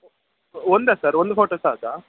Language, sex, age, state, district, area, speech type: Kannada, male, 18-30, Karnataka, Shimoga, rural, conversation